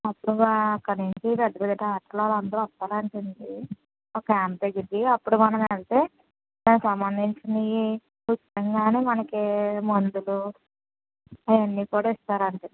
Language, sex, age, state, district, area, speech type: Telugu, female, 30-45, Andhra Pradesh, West Godavari, rural, conversation